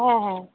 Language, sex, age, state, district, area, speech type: Bengali, female, 18-30, West Bengal, Cooch Behar, urban, conversation